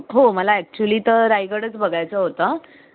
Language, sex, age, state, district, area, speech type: Marathi, female, 18-30, Maharashtra, Mumbai Suburban, urban, conversation